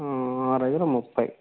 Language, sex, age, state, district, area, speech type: Telugu, male, 30-45, Andhra Pradesh, Nandyal, rural, conversation